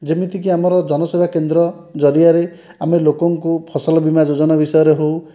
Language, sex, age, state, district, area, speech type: Odia, male, 18-30, Odisha, Dhenkanal, rural, spontaneous